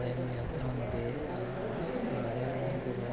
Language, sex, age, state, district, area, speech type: Sanskrit, male, 30-45, Kerala, Thiruvananthapuram, urban, spontaneous